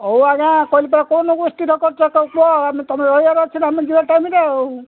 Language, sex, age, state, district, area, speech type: Odia, male, 60+, Odisha, Gajapati, rural, conversation